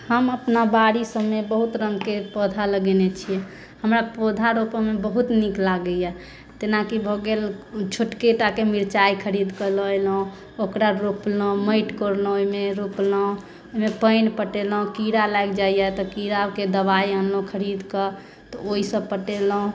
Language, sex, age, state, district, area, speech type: Maithili, female, 30-45, Bihar, Sitamarhi, urban, spontaneous